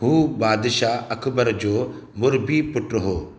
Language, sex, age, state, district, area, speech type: Sindhi, male, 30-45, Madhya Pradesh, Katni, urban, read